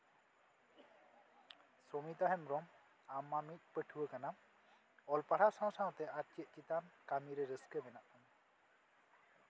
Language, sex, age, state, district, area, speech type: Santali, female, 18-30, West Bengal, Bankura, rural, spontaneous